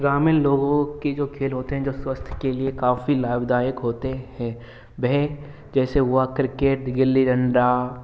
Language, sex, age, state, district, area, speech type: Hindi, male, 18-30, Rajasthan, Bharatpur, rural, spontaneous